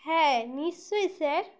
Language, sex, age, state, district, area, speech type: Bengali, female, 30-45, West Bengal, Uttar Dinajpur, urban, read